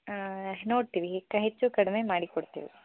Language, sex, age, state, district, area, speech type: Kannada, female, 18-30, Karnataka, Shimoga, rural, conversation